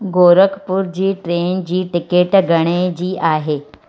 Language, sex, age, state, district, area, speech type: Sindhi, female, 45-60, Gujarat, Surat, urban, read